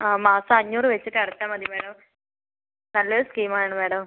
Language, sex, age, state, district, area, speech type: Malayalam, female, 45-60, Kerala, Kozhikode, urban, conversation